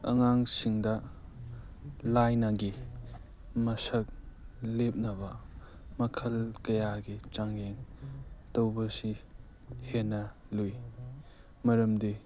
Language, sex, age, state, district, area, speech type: Manipuri, male, 18-30, Manipur, Kangpokpi, urban, read